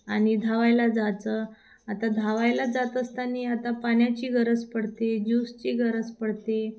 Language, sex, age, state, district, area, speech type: Marathi, female, 30-45, Maharashtra, Thane, urban, spontaneous